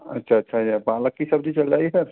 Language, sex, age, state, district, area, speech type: Hindi, male, 30-45, Rajasthan, Karauli, rural, conversation